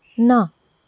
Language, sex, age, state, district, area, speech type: Goan Konkani, female, 18-30, Goa, Canacona, urban, read